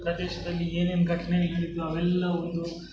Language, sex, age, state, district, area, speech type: Kannada, male, 60+, Karnataka, Kolar, rural, spontaneous